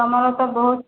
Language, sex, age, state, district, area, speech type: Odia, female, 30-45, Odisha, Boudh, rural, conversation